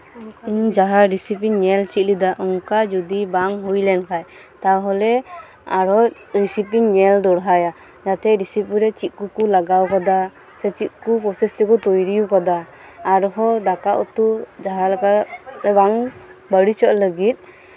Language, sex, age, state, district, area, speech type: Santali, female, 18-30, West Bengal, Birbhum, rural, spontaneous